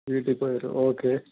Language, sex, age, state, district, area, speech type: Malayalam, male, 30-45, Kerala, Thiruvananthapuram, urban, conversation